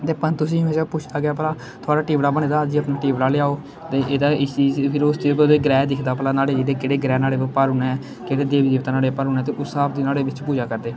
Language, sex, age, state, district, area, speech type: Dogri, male, 18-30, Jammu and Kashmir, Kathua, rural, spontaneous